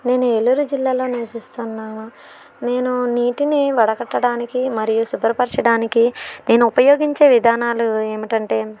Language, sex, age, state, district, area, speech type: Telugu, female, 30-45, Andhra Pradesh, Eluru, rural, spontaneous